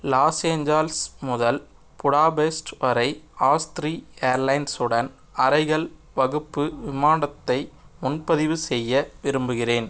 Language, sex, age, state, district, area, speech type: Tamil, male, 18-30, Tamil Nadu, Madurai, urban, read